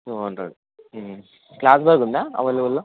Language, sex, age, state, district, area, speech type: Telugu, male, 18-30, Andhra Pradesh, Anantapur, urban, conversation